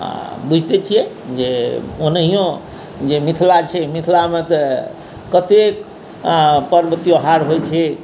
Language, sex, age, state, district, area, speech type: Maithili, male, 45-60, Bihar, Saharsa, urban, spontaneous